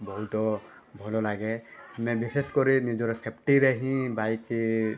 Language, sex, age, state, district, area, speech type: Odia, male, 18-30, Odisha, Rayagada, urban, spontaneous